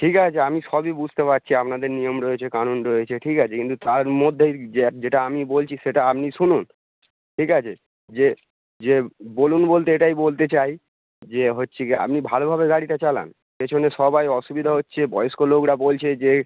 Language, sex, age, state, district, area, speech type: Bengali, male, 18-30, West Bengal, Howrah, urban, conversation